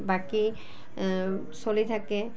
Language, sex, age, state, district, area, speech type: Assamese, female, 45-60, Assam, Barpeta, urban, spontaneous